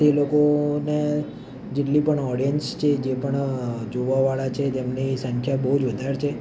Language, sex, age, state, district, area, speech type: Gujarati, male, 18-30, Gujarat, Ahmedabad, urban, spontaneous